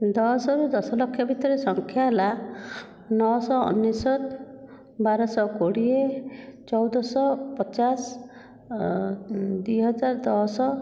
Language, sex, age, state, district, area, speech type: Odia, female, 60+, Odisha, Nayagarh, rural, spontaneous